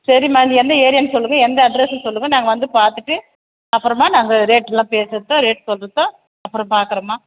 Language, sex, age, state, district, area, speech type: Tamil, female, 45-60, Tamil Nadu, Tiruvannamalai, urban, conversation